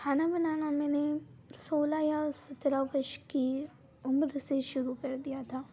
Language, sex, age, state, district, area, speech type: Hindi, female, 18-30, Madhya Pradesh, Ujjain, urban, spontaneous